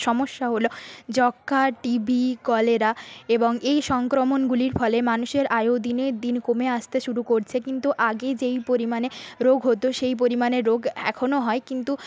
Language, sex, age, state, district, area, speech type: Bengali, female, 30-45, West Bengal, Nadia, rural, spontaneous